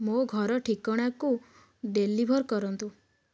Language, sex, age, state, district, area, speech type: Odia, female, 18-30, Odisha, Kendujhar, urban, read